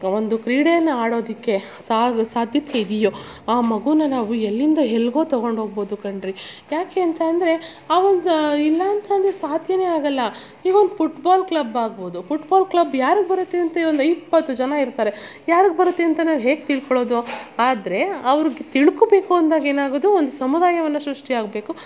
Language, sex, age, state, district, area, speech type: Kannada, female, 30-45, Karnataka, Mandya, rural, spontaneous